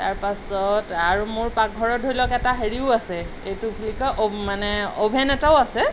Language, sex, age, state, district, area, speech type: Assamese, female, 45-60, Assam, Sonitpur, urban, spontaneous